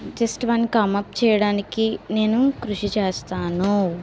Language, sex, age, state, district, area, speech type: Telugu, female, 30-45, Andhra Pradesh, Kakinada, urban, spontaneous